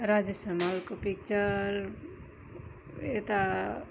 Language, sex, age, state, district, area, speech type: Nepali, female, 45-60, West Bengal, Darjeeling, rural, spontaneous